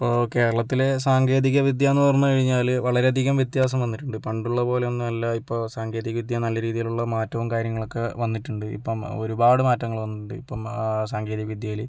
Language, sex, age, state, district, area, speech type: Malayalam, male, 30-45, Kerala, Kozhikode, urban, spontaneous